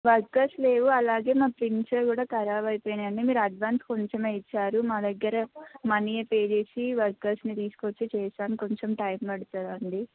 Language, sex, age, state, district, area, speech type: Telugu, female, 18-30, Telangana, Mahabubabad, rural, conversation